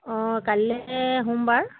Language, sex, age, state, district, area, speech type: Assamese, female, 45-60, Assam, Charaideo, rural, conversation